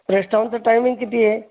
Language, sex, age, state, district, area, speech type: Marathi, male, 45-60, Maharashtra, Buldhana, urban, conversation